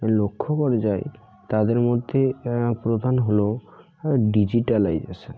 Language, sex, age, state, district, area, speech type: Bengali, male, 45-60, West Bengal, Bankura, urban, spontaneous